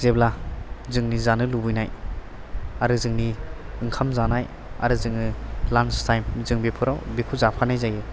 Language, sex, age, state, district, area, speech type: Bodo, male, 18-30, Assam, Chirang, urban, spontaneous